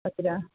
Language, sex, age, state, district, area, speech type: Sanskrit, female, 60+, Karnataka, Mysore, urban, conversation